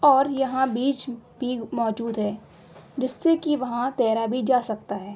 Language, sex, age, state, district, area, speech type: Urdu, female, 18-30, Uttar Pradesh, Aligarh, urban, spontaneous